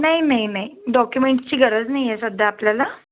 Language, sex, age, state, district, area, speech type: Marathi, female, 18-30, Maharashtra, Akola, urban, conversation